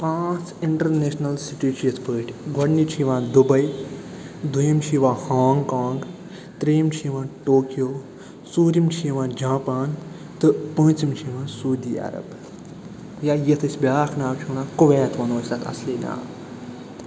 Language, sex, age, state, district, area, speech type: Kashmiri, male, 18-30, Jammu and Kashmir, Ganderbal, rural, spontaneous